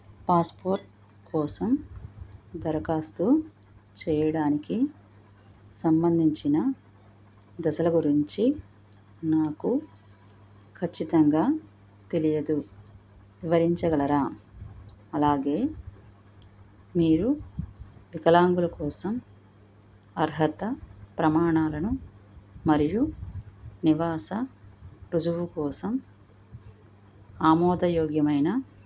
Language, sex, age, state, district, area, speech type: Telugu, female, 45-60, Andhra Pradesh, Krishna, urban, read